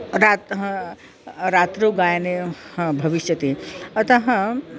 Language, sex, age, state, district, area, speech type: Sanskrit, female, 45-60, Maharashtra, Nagpur, urban, spontaneous